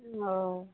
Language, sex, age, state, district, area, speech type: Maithili, female, 45-60, Bihar, Madhepura, rural, conversation